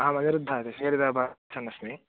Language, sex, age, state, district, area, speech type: Sanskrit, male, 18-30, Karnataka, Chikkamagaluru, urban, conversation